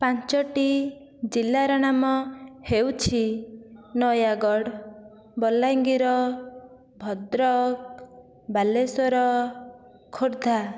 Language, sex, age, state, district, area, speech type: Odia, female, 18-30, Odisha, Nayagarh, rural, spontaneous